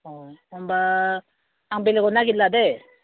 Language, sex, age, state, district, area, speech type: Bodo, female, 45-60, Assam, Udalguri, rural, conversation